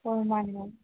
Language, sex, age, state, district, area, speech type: Manipuri, female, 30-45, Manipur, Imphal East, rural, conversation